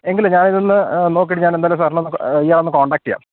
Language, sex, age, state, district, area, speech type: Malayalam, male, 30-45, Kerala, Thiruvananthapuram, urban, conversation